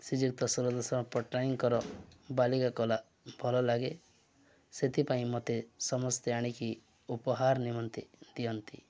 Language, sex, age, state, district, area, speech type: Odia, male, 45-60, Odisha, Nuapada, rural, spontaneous